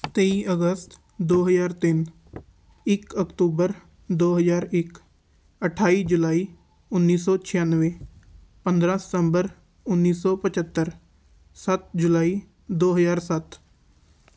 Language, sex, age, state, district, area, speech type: Punjabi, male, 18-30, Punjab, Patiala, urban, spontaneous